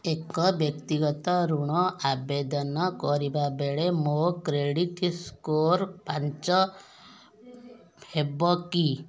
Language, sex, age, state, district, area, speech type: Odia, female, 45-60, Odisha, Kendujhar, urban, read